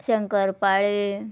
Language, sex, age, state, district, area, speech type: Goan Konkani, female, 30-45, Goa, Murmgao, rural, spontaneous